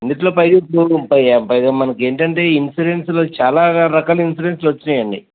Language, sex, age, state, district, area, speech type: Telugu, male, 60+, Andhra Pradesh, West Godavari, rural, conversation